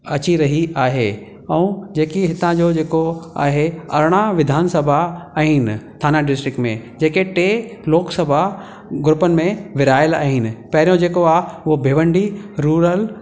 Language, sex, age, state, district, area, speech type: Sindhi, male, 45-60, Maharashtra, Thane, urban, spontaneous